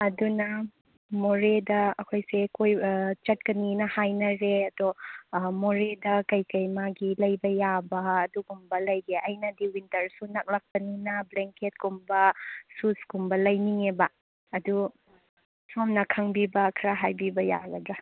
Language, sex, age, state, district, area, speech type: Manipuri, female, 30-45, Manipur, Chandel, rural, conversation